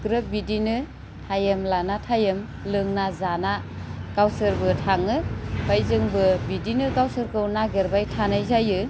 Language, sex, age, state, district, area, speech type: Bodo, female, 30-45, Assam, Baksa, rural, spontaneous